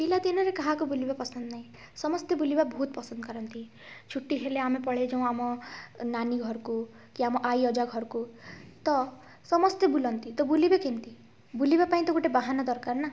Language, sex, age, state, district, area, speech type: Odia, female, 18-30, Odisha, Kalahandi, rural, spontaneous